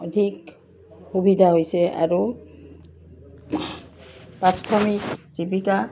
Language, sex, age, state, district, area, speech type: Assamese, female, 45-60, Assam, Udalguri, rural, spontaneous